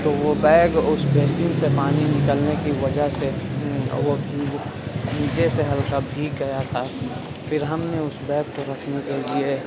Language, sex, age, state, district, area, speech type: Urdu, male, 30-45, Uttar Pradesh, Gautam Buddha Nagar, urban, spontaneous